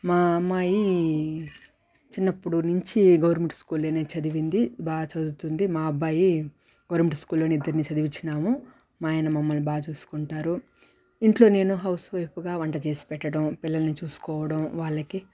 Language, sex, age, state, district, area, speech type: Telugu, female, 30-45, Andhra Pradesh, Sri Balaji, urban, spontaneous